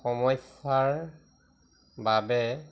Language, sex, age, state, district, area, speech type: Assamese, male, 45-60, Assam, Majuli, rural, read